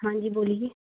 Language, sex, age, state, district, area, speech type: Hindi, female, 18-30, Uttar Pradesh, Chandauli, urban, conversation